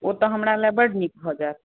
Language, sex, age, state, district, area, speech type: Maithili, female, 60+, Bihar, Madhubani, rural, conversation